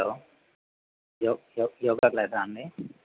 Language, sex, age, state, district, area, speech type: Telugu, male, 18-30, Telangana, Mulugu, rural, conversation